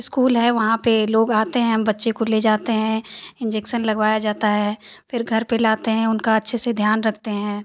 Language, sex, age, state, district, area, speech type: Hindi, female, 18-30, Uttar Pradesh, Ghazipur, urban, spontaneous